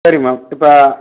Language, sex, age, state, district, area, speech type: Tamil, male, 45-60, Tamil Nadu, Perambalur, urban, conversation